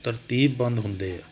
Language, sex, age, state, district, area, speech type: Punjabi, male, 45-60, Punjab, Hoshiarpur, urban, spontaneous